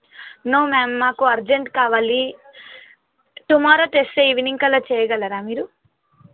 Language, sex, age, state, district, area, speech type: Telugu, female, 18-30, Telangana, Yadadri Bhuvanagiri, urban, conversation